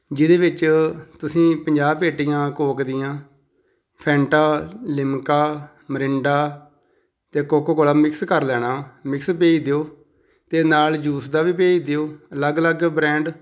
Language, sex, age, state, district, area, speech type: Punjabi, male, 45-60, Punjab, Tarn Taran, rural, spontaneous